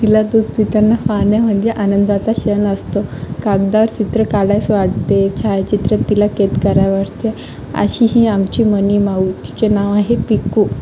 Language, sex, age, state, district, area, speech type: Marathi, female, 18-30, Maharashtra, Aurangabad, rural, spontaneous